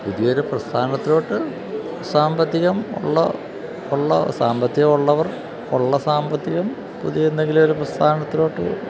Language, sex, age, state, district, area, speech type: Malayalam, male, 45-60, Kerala, Kottayam, urban, spontaneous